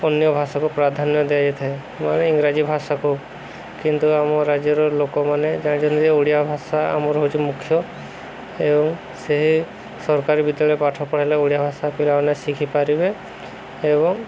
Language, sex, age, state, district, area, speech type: Odia, male, 30-45, Odisha, Subarnapur, urban, spontaneous